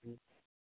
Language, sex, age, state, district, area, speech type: Bengali, male, 30-45, West Bengal, Jalpaiguri, rural, conversation